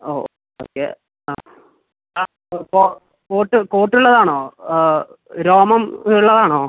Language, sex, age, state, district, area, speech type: Malayalam, male, 18-30, Kerala, Kasaragod, rural, conversation